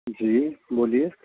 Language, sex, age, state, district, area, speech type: Urdu, male, 30-45, Delhi, East Delhi, urban, conversation